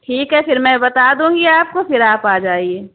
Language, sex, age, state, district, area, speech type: Urdu, female, 30-45, Uttar Pradesh, Shahjahanpur, urban, conversation